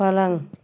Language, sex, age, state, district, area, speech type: Hindi, female, 45-60, Uttar Pradesh, Azamgarh, rural, read